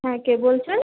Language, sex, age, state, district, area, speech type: Bengali, female, 30-45, West Bengal, Paschim Bardhaman, urban, conversation